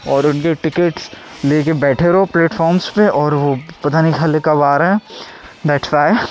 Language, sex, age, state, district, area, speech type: Urdu, male, 60+, Uttar Pradesh, Shahjahanpur, rural, spontaneous